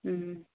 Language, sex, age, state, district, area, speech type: Malayalam, female, 60+, Kerala, Kozhikode, urban, conversation